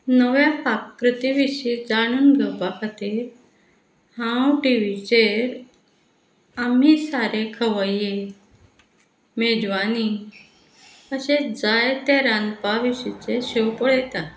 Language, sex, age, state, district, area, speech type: Goan Konkani, female, 45-60, Goa, Quepem, rural, spontaneous